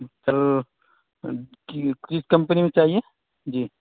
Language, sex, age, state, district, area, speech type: Urdu, male, 18-30, Uttar Pradesh, Saharanpur, urban, conversation